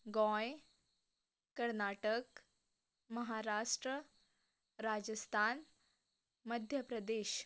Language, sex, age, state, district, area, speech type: Goan Konkani, female, 18-30, Goa, Canacona, rural, spontaneous